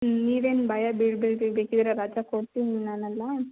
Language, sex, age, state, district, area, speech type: Kannada, female, 18-30, Karnataka, Chitradurga, rural, conversation